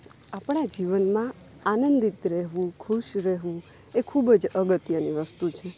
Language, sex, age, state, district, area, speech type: Gujarati, female, 30-45, Gujarat, Rajkot, rural, spontaneous